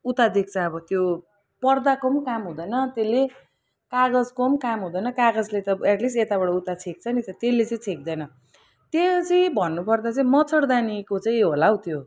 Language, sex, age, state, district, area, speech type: Nepali, female, 45-60, West Bengal, Kalimpong, rural, spontaneous